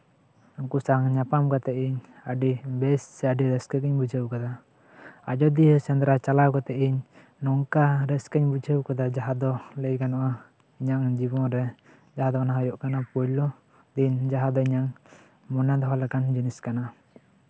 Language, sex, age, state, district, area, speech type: Santali, male, 18-30, West Bengal, Bankura, rural, spontaneous